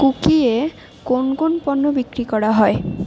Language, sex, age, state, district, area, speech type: Bengali, female, 60+, West Bengal, Purba Bardhaman, urban, read